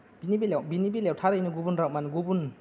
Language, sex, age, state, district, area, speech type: Bodo, male, 18-30, Assam, Kokrajhar, rural, spontaneous